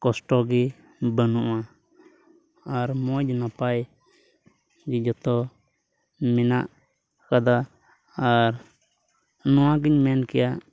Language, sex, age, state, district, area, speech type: Santali, male, 18-30, Jharkhand, Pakur, rural, spontaneous